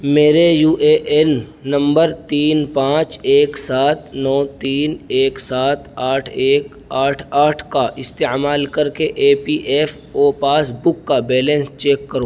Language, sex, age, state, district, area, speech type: Urdu, male, 18-30, Uttar Pradesh, Saharanpur, urban, read